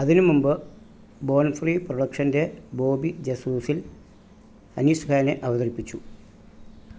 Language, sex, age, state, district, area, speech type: Malayalam, male, 45-60, Kerala, Pathanamthitta, rural, read